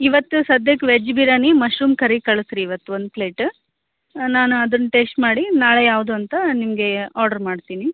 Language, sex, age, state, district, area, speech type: Kannada, female, 30-45, Karnataka, Gadag, rural, conversation